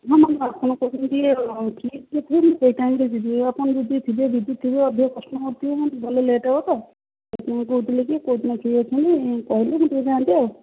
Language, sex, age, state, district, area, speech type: Odia, female, 30-45, Odisha, Jajpur, rural, conversation